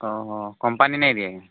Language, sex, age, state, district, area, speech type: Odia, male, 45-60, Odisha, Nuapada, urban, conversation